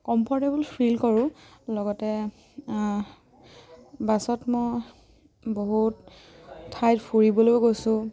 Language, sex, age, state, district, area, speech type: Assamese, female, 18-30, Assam, Dibrugarh, rural, spontaneous